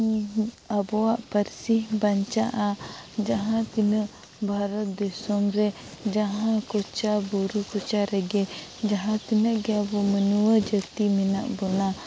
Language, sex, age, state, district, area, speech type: Santali, female, 18-30, Jharkhand, Seraikela Kharsawan, rural, spontaneous